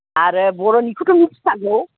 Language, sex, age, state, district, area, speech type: Bodo, female, 60+, Assam, Udalguri, urban, conversation